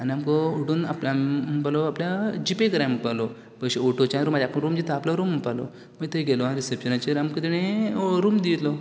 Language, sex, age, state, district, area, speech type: Goan Konkani, male, 18-30, Goa, Canacona, rural, spontaneous